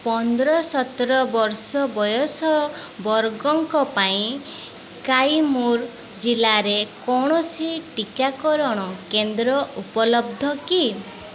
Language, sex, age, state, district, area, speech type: Odia, female, 18-30, Odisha, Mayurbhanj, rural, read